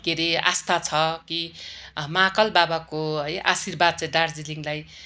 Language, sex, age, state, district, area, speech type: Nepali, female, 45-60, West Bengal, Darjeeling, rural, spontaneous